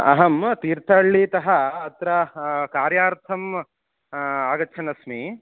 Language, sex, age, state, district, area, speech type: Sanskrit, male, 30-45, Karnataka, Shimoga, rural, conversation